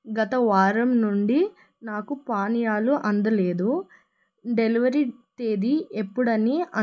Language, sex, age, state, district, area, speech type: Telugu, female, 18-30, Telangana, Hyderabad, urban, read